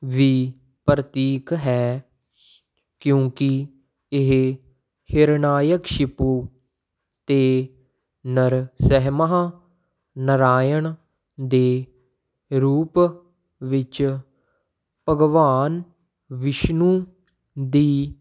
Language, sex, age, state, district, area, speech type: Punjabi, male, 18-30, Punjab, Patiala, urban, read